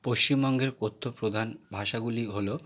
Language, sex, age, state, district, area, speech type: Bengali, male, 18-30, West Bengal, Howrah, urban, spontaneous